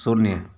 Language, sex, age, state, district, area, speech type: Hindi, male, 30-45, Uttar Pradesh, Mau, rural, read